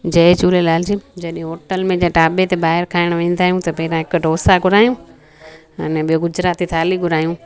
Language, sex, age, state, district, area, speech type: Sindhi, female, 30-45, Gujarat, Junagadh, rural, spontaneous